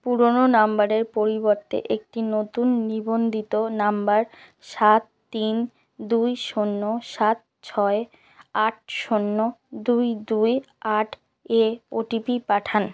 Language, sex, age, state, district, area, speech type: Bengali, female, 18-30, West Bengal, South 24 Parganas, rural, read